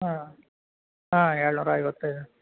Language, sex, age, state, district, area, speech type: Kannada, male, 45-60, Karnataka, Belgaum, rural, conversation